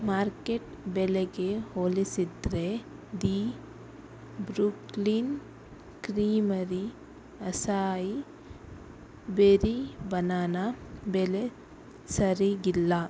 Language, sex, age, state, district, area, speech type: Kannada, female, 30-45, Karnataka, Udupi, rural, read